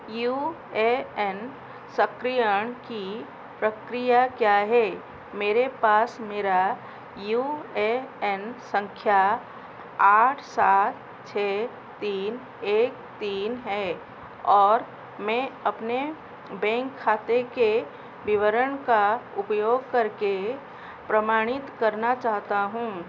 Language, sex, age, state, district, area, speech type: Hindi, female, 45-60, Madhya Pradesh, Chhindwara, rural, read